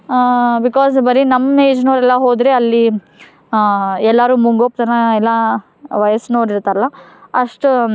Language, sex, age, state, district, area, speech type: Kannada, female, 18-30, Karnataka, Dharwad, rural, spontaneous